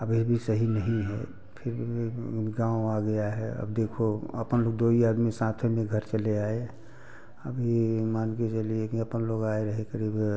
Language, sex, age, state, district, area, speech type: Hindi, male, 45-60, Uttar Pradesh, Prayagraj, urban, spontaneous